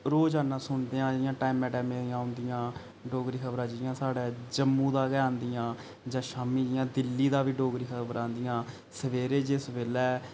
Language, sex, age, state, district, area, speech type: Dogri, male, 18-30, Jammu and Kashmir, Reasi, rural, spontaneous